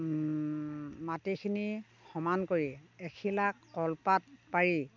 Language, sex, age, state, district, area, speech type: Assamese, female, 60+, Assam, Dhemaji, rural, spontaneous